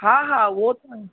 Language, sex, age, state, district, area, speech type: Sindhi, female, 45-60, Maharashtra, Mumbai Suburban, urban, conversation